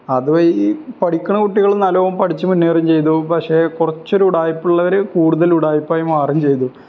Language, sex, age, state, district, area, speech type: Malayalam, male, 18-30, Kerala, Malappuram, rural, spontaneous